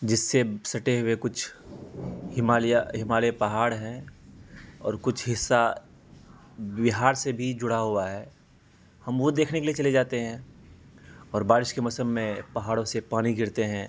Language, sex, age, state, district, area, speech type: Urdu, male, 18-30, Bihar, Araria, rural, spontaneous